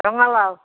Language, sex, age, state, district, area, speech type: Assamese, female, 60+, Assam, Nalbari, rural, conversation